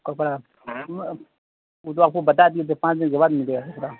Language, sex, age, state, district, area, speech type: Urdu, male, 30-45, Bihar, Supaul, urban, conversation